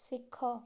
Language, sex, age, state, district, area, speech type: Odia, female, 18-30, Odisha, Balasore, rural, read